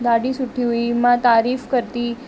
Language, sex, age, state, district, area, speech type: Sindhi, female, 18-30, Delhi, South Delhi, urban, spontaneous